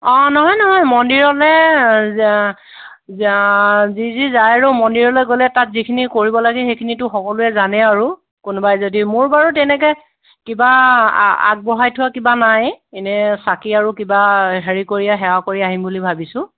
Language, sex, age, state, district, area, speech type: Assamese, female, 30-45, Assam, Kamrup Metropolitan, urban, conversation